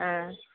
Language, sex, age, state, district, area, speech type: Tamil, female, 60+, Tamil Nadu, Nagapattinam, urban, conversation